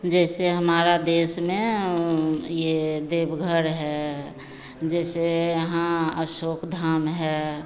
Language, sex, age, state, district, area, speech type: Hindi, female, 45-60, Bihar, Begusarai, urban, spontaneous